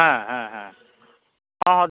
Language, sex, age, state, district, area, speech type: Bengali, male, 18-30, West Bengal, Uttar Dinajpur, rural, conversation